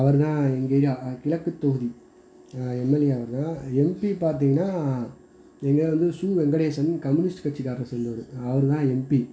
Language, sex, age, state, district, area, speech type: Tamil, male, 30-45, Tamil Nadu, Madurai, rural, spontaneous